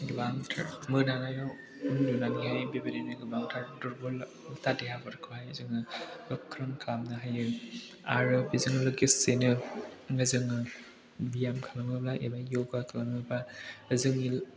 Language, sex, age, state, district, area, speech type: Bodo, male, 18-30, Assam, Chirang, rural, spontaneous